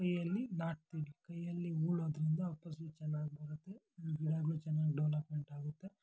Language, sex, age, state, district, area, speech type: Kannada, male, 45-60, Karnataka, Kolar, rural, spontaneous